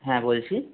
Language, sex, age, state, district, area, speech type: Bengali, male, 18-30, West Bengal, Howrah, urban, conversation